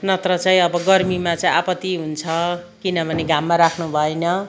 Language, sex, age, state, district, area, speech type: Nepali, female, 60+, West Bengal, Kalimpong, rural, spontaneous